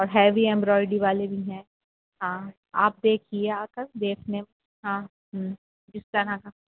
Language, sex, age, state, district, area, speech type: Urdu, female, 45-60, Uttar Pradesh, Rampur, urban, conversation